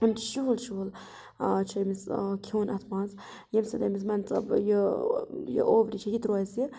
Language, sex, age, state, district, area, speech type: Kashmiri, female, 30-45, Jammu and Kashmir, Budgam, rural, spontaneous